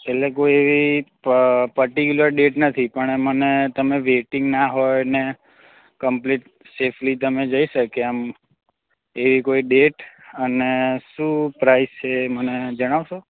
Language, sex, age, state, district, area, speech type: Gujarati, male, 18-30, Gujarat, Anand, urban, conversation